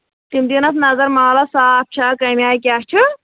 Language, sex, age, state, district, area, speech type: Kashmiri, female, 18-30, Jammu and Kashmir, Anantnag, urban, conversation